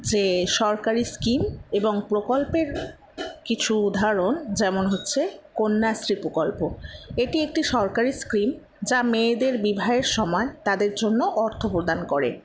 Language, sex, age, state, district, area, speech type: Bengali, female, 60+, West Bengal, Paschim Bardhaman, rural, spontaneous